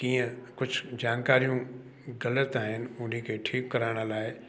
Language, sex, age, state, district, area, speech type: Sindhi, male, 60+, Uttar Pradesh, Lucknow, urban, spontaneous